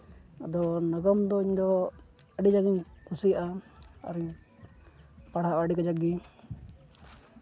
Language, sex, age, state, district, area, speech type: Santali, male, 18-30, West Bengal, Uttar Dinajpur, rural, spontaneous